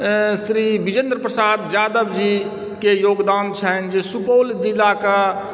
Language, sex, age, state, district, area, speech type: Maithili, male, 45-60, Bihar, Supaul, rural, spontaneous